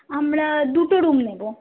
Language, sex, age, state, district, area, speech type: Bengali, female, 18-30, West Bengal, Kolkata, urban, conversation